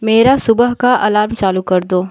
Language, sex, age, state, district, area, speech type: Hindi, female, 18-30, Uttar Pradesh, Jaunpur, urban, read